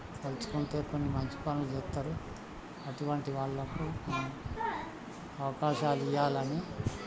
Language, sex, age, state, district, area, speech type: Telugu, male, 60+, Telangana, Hanamkonda, rural, spontaneous